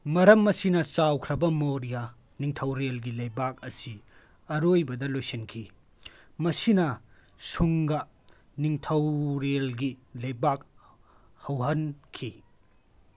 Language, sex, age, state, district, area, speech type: Manipuri, male, 18-30, Manipur, Tengnoupal, rural, read